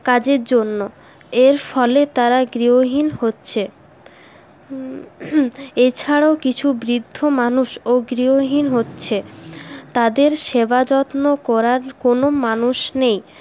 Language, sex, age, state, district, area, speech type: Bengali, female, 18-30, West Bengal, Paschim Bardhaman, urban, spontaneous